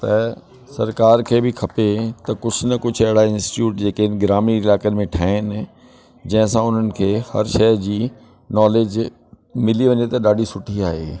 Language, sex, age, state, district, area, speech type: Sindhi, male, 60+, Delhi, South Delhi, urban, spontaneous